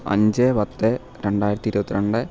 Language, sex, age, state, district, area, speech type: Malayalam, male, 18-30, Kerala, Kottayam, rural, spontaneous